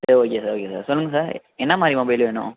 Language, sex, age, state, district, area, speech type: Tamil, male, 18-30, Tamil Nadu, Perambalur, rural, conversation